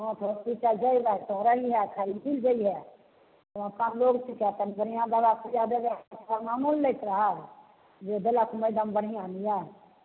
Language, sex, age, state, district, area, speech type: Maithili, female, 60+, Bihar, Begusarai, rural, conversation